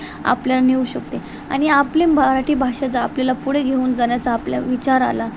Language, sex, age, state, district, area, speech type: Marathi, female, 18-30, Maharashtra, Ratnagiri, urban, spontaneous